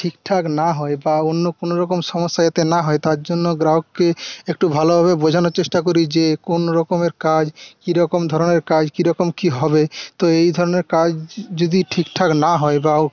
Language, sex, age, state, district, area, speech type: Bengali, male, 18-30, West Bengal, Paschim Medinipur, rural, spontaneous